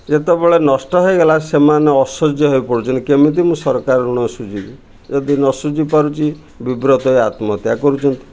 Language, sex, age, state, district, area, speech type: Odia, male, 60+, Odisha, Kendrapara, urban, spontaneous